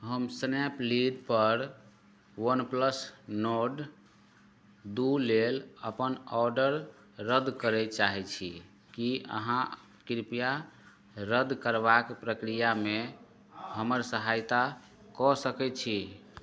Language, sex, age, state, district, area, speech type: Maithili, male, 30-45, Bihar, Madhubani, rural, read